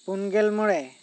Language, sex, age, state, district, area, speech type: Santali, male, 18-30, West Bengal, Bankura, rural, spontaneous